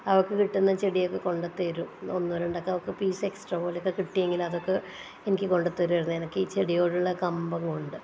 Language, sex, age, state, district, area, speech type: Malayalam, female, 30-45, Kerala, Kannur, rural, spontaneous